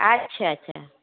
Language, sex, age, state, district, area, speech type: Bengali, female, 60+, West Bengal, Dakshin Dinajpur, rural, conversation